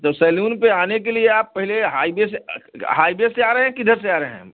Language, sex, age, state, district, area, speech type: Hindi, male, 45-60, Uttar Pradesh, Bhadohi, urban, conversation